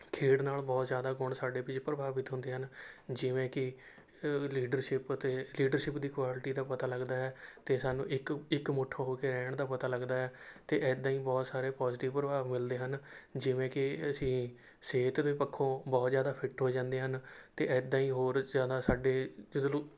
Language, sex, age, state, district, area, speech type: Punjabi, male, 18-30, Punjab, Rupnagar, rural, spontaneous